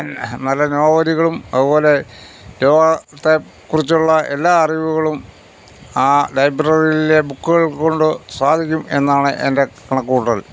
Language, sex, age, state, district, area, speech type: Malayalam, male, 60+, Kerala, Pathanamthitta, urban, spontaneous